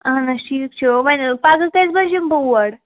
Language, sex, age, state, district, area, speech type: Kashmiri, female, 18-30, Jammu and Kashmir, Shopian, rural, conversation